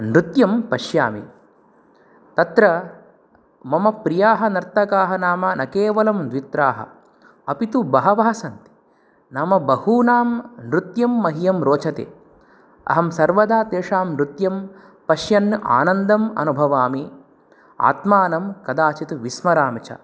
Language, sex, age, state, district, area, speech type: Sanskrit, male, 30-45, Telangana, Nizamabad, urban, spontaneous